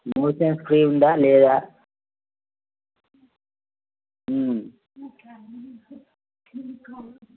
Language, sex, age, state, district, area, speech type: Telugu, male, 45-60, Telangana, Bhadradri Kothagudem, urban, conversation